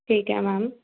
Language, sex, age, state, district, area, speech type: Punjabi, female, 18-30, Punjab, Fazilka, rural, conversation